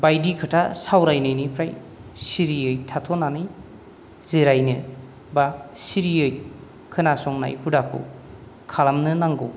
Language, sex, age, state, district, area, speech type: Bodo, male, 45-60, Assam, Kokrajhar, rural, spontaneous